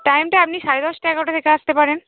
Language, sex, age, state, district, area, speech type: Bengali, female, 18-30, West Bengal, Cooch Behar, urban, conversation